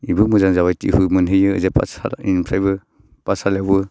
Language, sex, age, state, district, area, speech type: Bodo, male, 45-60, Assam, Baksa, rural, spontaneous